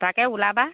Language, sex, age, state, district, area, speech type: Assamese, female, 30-45, Assam, Lakhimpur, rural, conversation